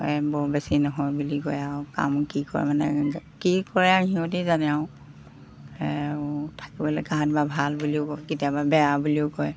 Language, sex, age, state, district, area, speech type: Assamese, female, 60+, Assam, Golaghat, rural, spontaneous